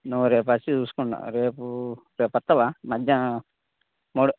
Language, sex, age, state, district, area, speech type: Telugu, male, 45-60, Telangana, Mancherial, rural, conversation